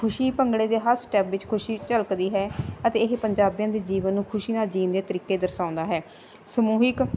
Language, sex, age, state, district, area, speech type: Punjabi, female, 45-60, Punjab, Barnala, rural, spontaneous